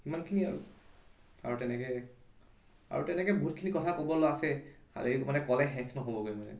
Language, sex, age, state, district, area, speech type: Assamese, male, 18-30, Assam, Charaideo, urban, spontaneous